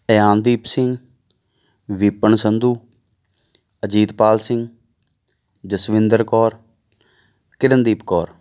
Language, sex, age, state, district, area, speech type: Punjabi, male, 30-45, Punjab, Amritsar, urban, spontaneous